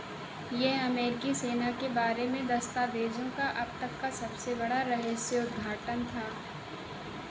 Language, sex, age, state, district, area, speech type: Hindi, female, 45-60, Uttar Pradesh, Ayodhya, rural, read